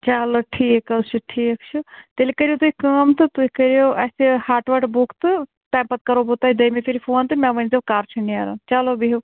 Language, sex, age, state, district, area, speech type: Kashmiri, female, 30-45, Jammu and Kashmir, Srinagar, urban, conversation